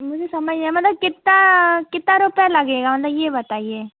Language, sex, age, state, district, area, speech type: Hindi, female, 18-30, Madhya Pradesh, Gwalior, rural, conversation